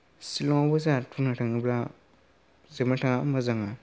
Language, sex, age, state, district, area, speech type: Bodo, male, 18-30, Assam, Kokrajhar, rural, spontaneous